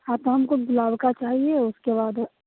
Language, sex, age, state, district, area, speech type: Hindi, female, 18-30, Bihar, Begusarai, rural, conversation